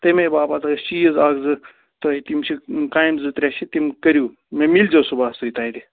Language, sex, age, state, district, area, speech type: Kashmiri, male, 18-30, Jammu and Kashmir, Budgam, rural, conversation